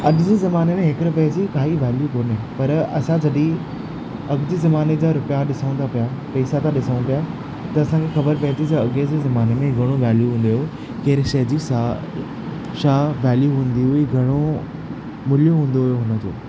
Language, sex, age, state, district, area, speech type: Sindhi, male, 18-30, Maharashtra, Thane, urban, spontaneous